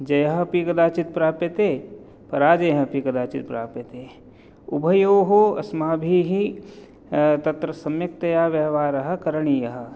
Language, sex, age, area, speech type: Sanskrit, male, 30-45, urban, spontaneous